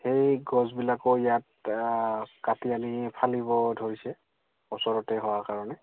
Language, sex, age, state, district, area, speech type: Assamese, male, 30-45, Assam, Goalpara, urban, conversation